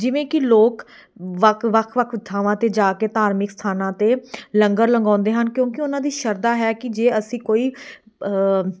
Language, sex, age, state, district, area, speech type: Punjabi, female, 30-45, Punjab, Amritsar, urban, spontaneous